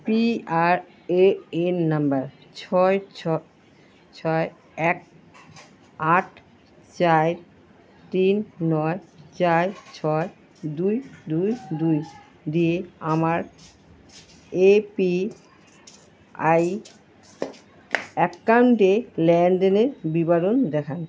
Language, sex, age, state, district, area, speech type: Bengali, female, 45-60, West Bengal, Alipurduar, rural, read